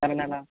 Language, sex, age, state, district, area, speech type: Telugu, male, 30-45, Andhra Pradesh, Chittoor, rural, conversation